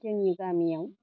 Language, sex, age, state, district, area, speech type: Bodo, female, 45-60, Assam, Chirang, rural, spontaneous